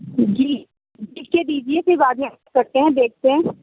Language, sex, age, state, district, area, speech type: Urdu, male, 18-30, Delhi, Central Delhi, urban, conversation